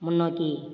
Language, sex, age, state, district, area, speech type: Tamil, female, 18-30, Tamil Nadu, Ariyalur, rural, read